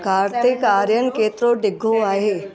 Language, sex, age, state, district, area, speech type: Sindhi, female, 60+, Uttar Pradesh, Lucknow, urban, read